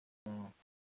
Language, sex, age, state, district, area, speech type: Manipuri, male, 30-45, Manipur, Kangpokpi, urban, conversation